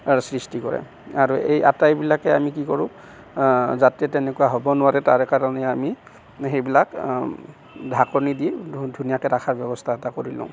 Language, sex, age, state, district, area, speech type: Assamese, male, 45-60, Assam, Barpeta, rural, spontaneous